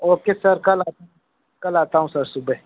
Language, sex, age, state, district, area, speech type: Hindi, male, 18-30, Rajasthan, Nagaur, rural, conversation